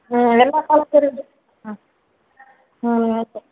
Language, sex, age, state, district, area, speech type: Kannada, female, 30-45, Karnataka, Bangalore Rural, urban, conversation